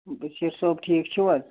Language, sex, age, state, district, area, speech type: Kashmiri, male, 18-30, Jammu and Kashmir, Ganderbal, rural, conversation